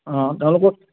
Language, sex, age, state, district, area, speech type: Assamese, male, 45-60, Assam, Lakhimpur, rural, conversation